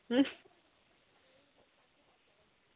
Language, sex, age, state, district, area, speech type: Dogri, female, 30-45, Jammu and Kashmir, Udhampur, rural, conversation